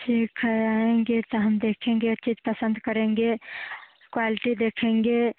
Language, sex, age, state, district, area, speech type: Hindi, female, 18-30, Bihar, Muzaffarpur, rural, conversation